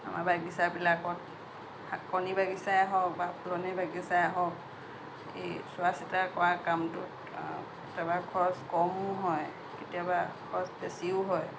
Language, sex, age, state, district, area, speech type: Assamese, female, 60+, Assam, Lakhimpur, rural, spontaneous